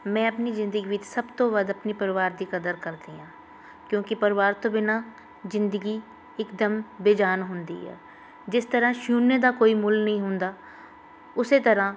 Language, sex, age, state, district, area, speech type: Punjabi, female, 30-45, Punjab, Shaheed Bhagat Singh Nagar, urban, spontaneous